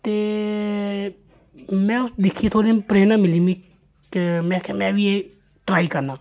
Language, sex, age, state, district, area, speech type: Dogri, male, 30-45, Jammu and Kashmir, Jammu, urban, spontaneous